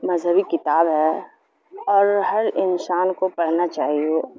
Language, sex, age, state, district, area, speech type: Urdu, female, 45-60, Bihar, Supaul, rural, spontaneous